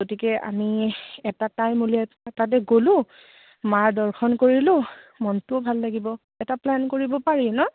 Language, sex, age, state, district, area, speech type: Assamese, female, 30-45, Assam, Goalpara, urban, conversation